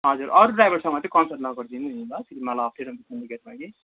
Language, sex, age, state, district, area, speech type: Nepali, male, 18-30, West Bengal, Darjeeling, rural, conversation